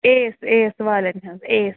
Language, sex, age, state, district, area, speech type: Kashmiri, female, 30-45, Jammu and Kashmir, Srinagar, urban, conversation